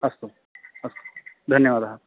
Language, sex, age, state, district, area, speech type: Sanskrit, male, 18-30, Karnataka, Uttara Kannada, urban, conversation